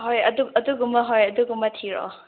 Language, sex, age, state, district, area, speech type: Manipuri, female, 18-30, Manipur, Chandel, rural, conversation